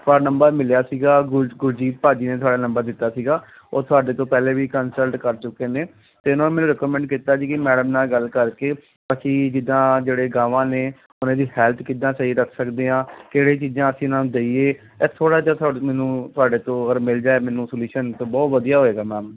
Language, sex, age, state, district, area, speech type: Punjabi, male, 30-45, Punjab, Ludhiana, urban, conversation